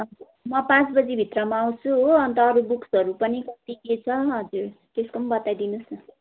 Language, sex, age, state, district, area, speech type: Nepali, female, 30-45, West Bengal, Jalpaiguri, urban, conversation